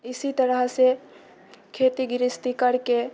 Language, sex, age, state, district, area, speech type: Maithili, female, 18-30, Bihar, Purnia, rural, spontaneous